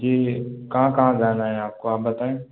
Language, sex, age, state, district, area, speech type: Hindi, male, 18-30, Madhya Pradesh, Gwalior, rural, conversation